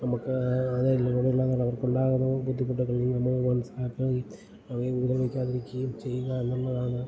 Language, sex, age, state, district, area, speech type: Malayalam, male, 30-45, Kerala, Idukki, rural, spontaneous